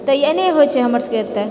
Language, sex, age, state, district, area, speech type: Maithili, female, 45-60, Bihar, Purnia, rural, spontaneous